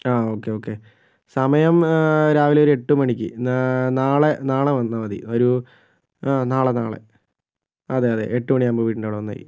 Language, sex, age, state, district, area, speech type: Malayalam, female, 30-45, Kerala, Kozhikode, urban, spontaneous